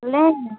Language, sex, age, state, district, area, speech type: Hindi, female, 45-60, Uttar Pradesh, Pratapgarh, rural, conversation